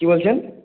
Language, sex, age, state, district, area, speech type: Bengali, male, 18-30, West Bengal, Purulia, urban, conversation